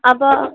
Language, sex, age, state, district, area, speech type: Malayalam, female, 18-30, Kerala, Wayanad, rural, conversation